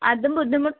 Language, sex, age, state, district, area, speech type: Malayalam, female, 30-45, Kerala, Thiruvananthapuram, rural, conversation